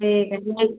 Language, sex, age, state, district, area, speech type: Hindi, female, 30-45, Bihar, Begusarai, rural, conversation